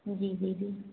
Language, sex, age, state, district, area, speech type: Hindi, female, 45-60, Madhya Pradesh, Hoshangabad, rural, conversation